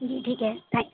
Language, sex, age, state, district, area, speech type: Urdu, female, 18-30, Uttar Pradesh, Mau, urban, conversation